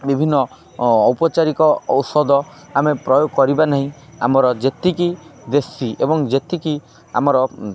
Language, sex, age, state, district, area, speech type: Odia, male, 18-30, Odisha, Kendrapara, urban, spontaneous